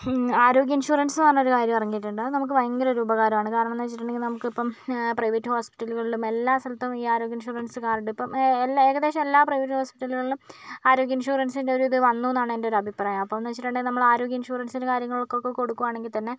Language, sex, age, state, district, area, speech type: Malayalam, male, 45-60, Kerala, Kozhikode, urban, spontaneous